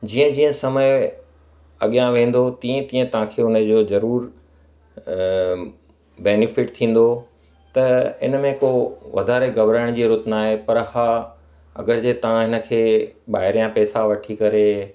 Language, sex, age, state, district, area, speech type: Sindhi, male, 45-60, Gujarat, Kutch, rural, spontaneous